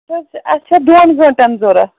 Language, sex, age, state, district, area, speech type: Kashmiri, female, 30-45, Jammu and Kashmir, Srinagar, urban, conversation